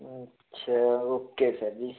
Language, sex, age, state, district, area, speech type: Hindi, male, 18-30, Uttar Pradesh, Varanasi, urban, conversation